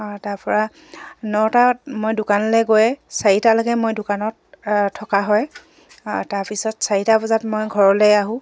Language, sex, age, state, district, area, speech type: Assamese, female, 45-60, Assam, Dibrugarh, rural, spontaneous